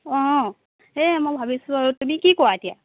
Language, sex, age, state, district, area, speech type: Assamese, female, 18-30, Assam, Charaideo, rural, conversation